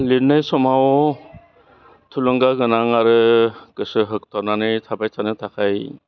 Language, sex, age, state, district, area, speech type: Bodo, male, 60+, Assam, Udalguri, urban, spontaneous